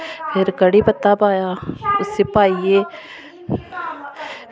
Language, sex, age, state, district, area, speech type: Dogri, female, 30-45, Jammu and Kashmir, Samba, urban, spontaneous